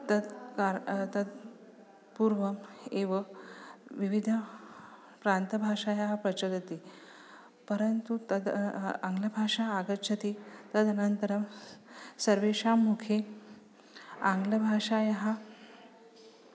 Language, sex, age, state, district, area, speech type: Sanskrit, female, 45-60, Maharashtra, Nagpur, urban, spontaneous